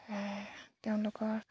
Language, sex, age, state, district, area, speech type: Assamese, female, 18-30, Assam, Lakhimpur, rural, spontaneous